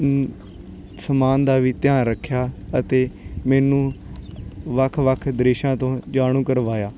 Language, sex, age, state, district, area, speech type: Punjabi, male, 18-30, Punjab, Bathinda, rural, spontaneous